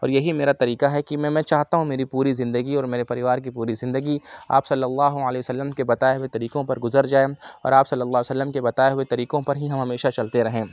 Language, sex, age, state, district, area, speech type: Urdu, male, 18-30, Uttar Pradesh, Lucknow, urban, spontaneous